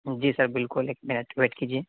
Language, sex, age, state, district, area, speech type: Urdu, male, 18-30, Uttar Pradesh, Saharanpur, urban, conversation